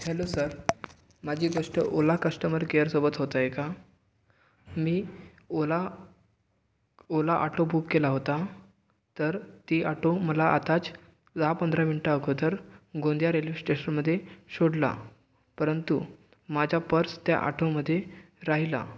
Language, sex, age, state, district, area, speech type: Marathi, male, 18-30, Maharashtra, Gondia, rural, spontaneous